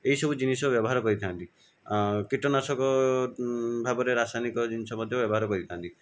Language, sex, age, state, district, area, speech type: Odia, male, 45-60, Odisha, Jajpur, rural, spontaneous